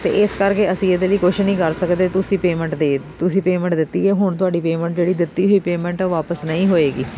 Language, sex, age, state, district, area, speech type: Punjabi, female, 30-45, Punjab, Amritsar, urban, spontaneous